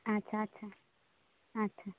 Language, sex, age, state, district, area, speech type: Santali, female, 18-30, Jharkhand, Seraikela Kharsawan, rural, conversation